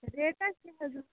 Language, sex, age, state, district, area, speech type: Kashmiri, female, 18-30, Jammu and Kashmir, Baramulla, rural, conversation